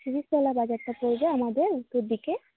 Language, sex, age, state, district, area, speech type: Bengali, female, 18-30, West Bengal, Jalpaiguri, rural, conversation